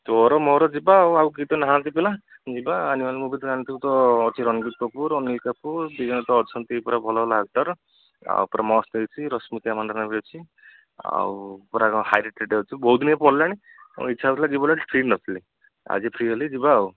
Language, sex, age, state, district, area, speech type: Odia, male, 30-45, Odisha, Cuttack, urban, conversation